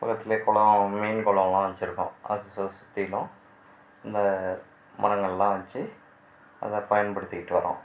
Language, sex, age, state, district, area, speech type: Tamil, male, 45-60, Tamil Nadu, Mayiladuthurai, rural, spontaneous